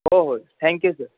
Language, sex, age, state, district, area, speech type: Marathi, male, 18-30, Maharashtra, Ahmednagar, rural, conversation